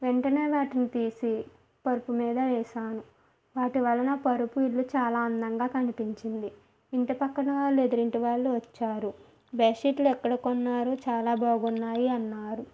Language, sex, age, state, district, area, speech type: Telugu, female, 18-30, Andhra Pradesh, East Godavari, rural, spontaneous